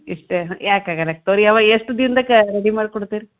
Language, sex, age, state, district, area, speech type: Kannada, female, 45-60, Karnataka, Gulbarga, urban, conversation